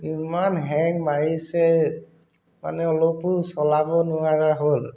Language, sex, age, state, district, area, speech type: Assamese, male, 30-45, Assam, Tinsukia, urban, spontaneous